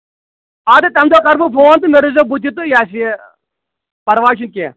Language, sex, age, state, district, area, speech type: Kashmiri, male, 45-60, Jammu and Kashmir, Anantnag, rural, conversation